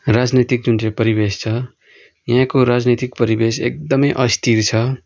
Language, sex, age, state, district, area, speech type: Nepali, male, 18-30, West Bengal, Darjeeling, rural, spontaneous